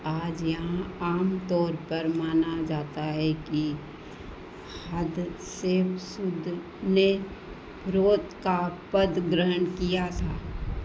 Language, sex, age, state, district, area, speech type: Hindi, female, 60+, Madhya Pradesh, Harda, urban, read